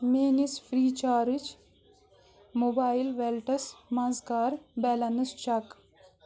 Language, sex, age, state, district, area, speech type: Kashmiri, female, 30-45, Jammu and Kashmir, Srinagar, urban, read